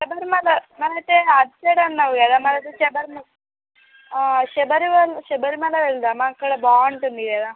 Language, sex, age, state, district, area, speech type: Telugu, female, 45-60, Andhra Pradesh, Srikakulam, rural, conversation